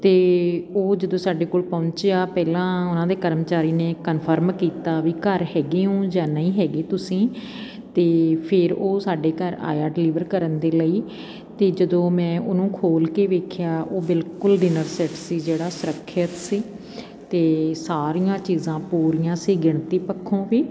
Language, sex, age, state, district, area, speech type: Punjabi, female, 45-60, Punjab, Patiala, rural, spontaneous